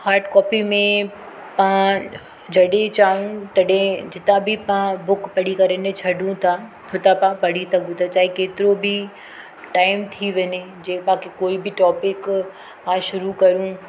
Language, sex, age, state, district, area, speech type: Sindhi, female, 30-45, Maharashtra, Mumbai Suburban, urban, spontaneous